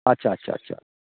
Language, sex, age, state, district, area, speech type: Bengali, male, 45-60, West Bengal, Hooghly, rural, conversation